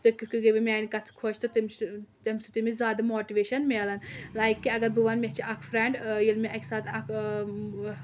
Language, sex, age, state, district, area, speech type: Kashmiri, female, 30-45, Jammu and Kashmir, Anantnag, rural, spontaneous